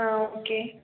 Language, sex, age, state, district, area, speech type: Tamil, female, 18-30, Tamil Nadu, Nilgiris, rural, conversation